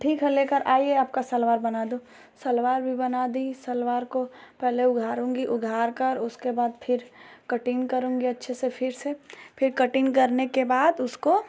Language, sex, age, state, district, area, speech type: Hindi, female, 18-30, Uttar Pradesh, Ghazipur, urban, spontaneous